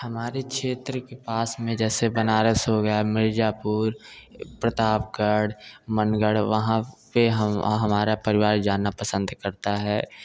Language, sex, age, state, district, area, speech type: Hindi, male, 18-30, Uttar Pradesh, Bhadohi, rural, spontaneous